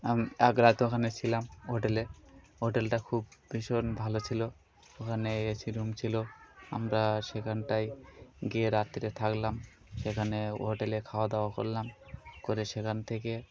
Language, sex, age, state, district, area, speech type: Bengali, male, 30-45, West Bengal, Birbhum, urban, spontaneous